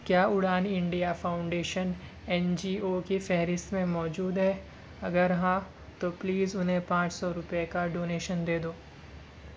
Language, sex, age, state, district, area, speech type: Urdu, male, 60+, Maharashtra, Nashik, urban, read